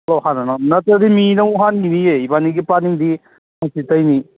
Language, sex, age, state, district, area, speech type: Manipuri, male, 30-45, Manipur, Kakching, rural, conversation